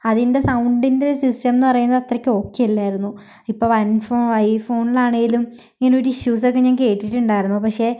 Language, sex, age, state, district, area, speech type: Malayalam, female, 18-30, Kerala, Kozhikode, rural, spontaneous